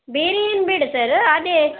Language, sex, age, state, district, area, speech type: Kannada, female, 60+, Karnataka, Dakshina Kannada, rural, conversation